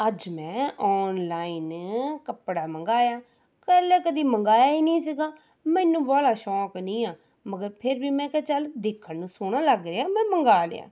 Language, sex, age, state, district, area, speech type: Punjabi, female, 30-45, Punjab, Rupnagar, urban, spontaneous